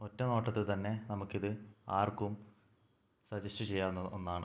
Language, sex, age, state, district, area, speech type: Malayalam, male, 18-30, Kerala, Kannur, rural, spontaneous